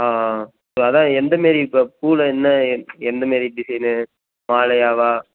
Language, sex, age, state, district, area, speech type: Tamil, male, 18-30, Tamil Nadu, Perambalur, rural, conversation